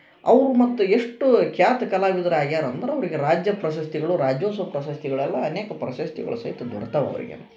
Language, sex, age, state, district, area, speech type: Kannada, male, 18-30, Karnataka, Koppal, rural, spontaneous